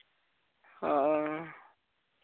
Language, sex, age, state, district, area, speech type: Santali, male, 18-30, Jharkhand, Pakur, rural, conversation